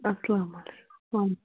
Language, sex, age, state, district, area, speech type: Kashmiri, female, 18-30, Jammu and Kashmir, Bandipora, rural, conversation